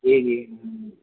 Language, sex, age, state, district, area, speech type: Urdu, male, 18-30, Bihar, Purnia, rural, conversation